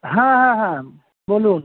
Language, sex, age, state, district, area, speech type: Bengali, male, 30-45, West Bengal, Howrah, urban, conversation